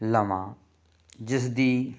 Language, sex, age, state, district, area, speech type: Punjabi, male, 30-45, Punjab, Fazilka, rural, spontaneous